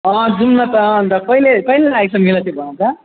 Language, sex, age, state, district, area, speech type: Nepali, male, 18-30, West Bengal, Alipurduar, urban, conversation